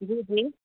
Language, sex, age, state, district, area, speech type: Sindhi, female, 30-45, Maharashtra, Thane, urban, conversation